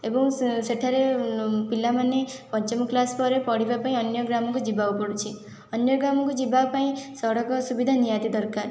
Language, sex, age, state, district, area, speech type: Odia, female, 18-30, Odisha, Khordha, rural, spontaneous